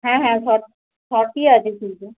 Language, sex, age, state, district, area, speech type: Bengali, female, 45-60, West Bengal, Hooghly, urban, conversation